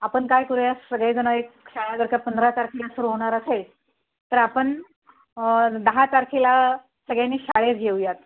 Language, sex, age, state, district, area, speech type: Marathi, female, 45-60, Maharashtra, Nanded, rural, conversation